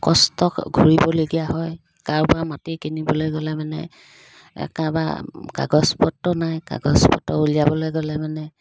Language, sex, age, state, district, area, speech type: Assamese, female, 30-45, Assam, Dibrugarh, rural, spontaneous